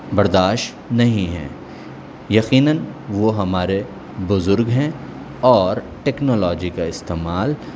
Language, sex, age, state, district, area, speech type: Urdu, male, 45-60, Delhi, South Delhi, urban, spontaneous